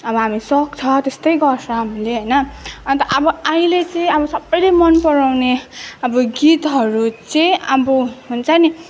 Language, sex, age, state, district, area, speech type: Nepali, female, 18-30, West Bengal, Darjeeling, rural, spontaneous